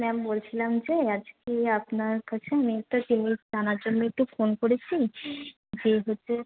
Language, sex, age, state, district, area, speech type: Bengali, female, 18-30, West Bengal, Bankura, urban, conversation